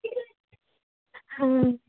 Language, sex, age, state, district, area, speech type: Marathi, female, 18-30, Maharashtra, Ahmednagar, rural, conversation